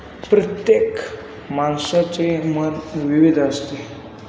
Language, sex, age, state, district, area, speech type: Marathi, male, 18-30, Maharashtra, Satara, rural, spontaneous